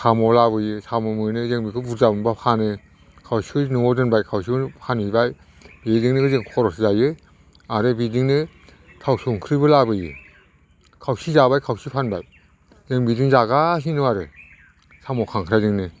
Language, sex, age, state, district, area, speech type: Bodo, male, 60+, Assam, Udalguri, rural, spontaneous